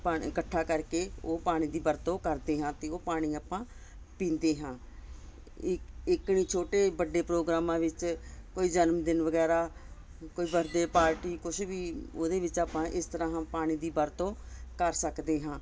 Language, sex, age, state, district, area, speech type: Punjabi, female, 45-60, Punjab, Ludhiana, urban, spontaneous